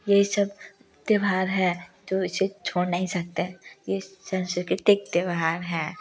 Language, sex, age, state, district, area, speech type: Hindi, female, 18-30, Uttar Pradesh, Prayagraj, rural, spontaneous